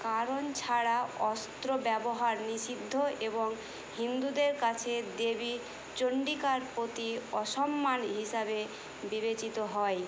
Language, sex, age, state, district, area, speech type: Bengali, female, 30-45, West Bengal, Murshidabad, rural, read